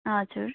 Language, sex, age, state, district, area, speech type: Nepali, female, 45-60, West Bengal, Darjeeling, rural, conversation